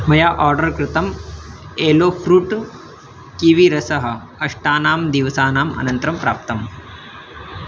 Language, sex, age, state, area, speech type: Sanskrit, male, 30-45, Madhya Pradesh, urban, read